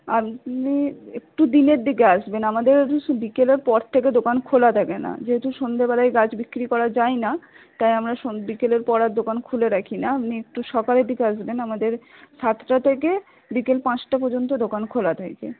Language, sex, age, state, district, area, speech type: Bengali, female, 60+, West Bengal, Purba Bardhaman, rural, conversation